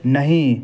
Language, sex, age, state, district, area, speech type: Maithili, male, 18-30, Bihar, Darbhanga, rural, read